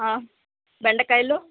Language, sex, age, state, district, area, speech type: Telugu, female, 18-30, Andhra Pradesh, Sri Balaji, rural, conversation